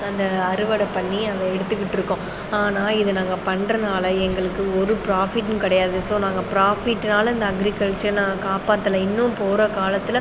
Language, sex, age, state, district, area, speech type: Tamil, female, 30-45, Tamil Nadu, Pudukkottai, rural, spontaneous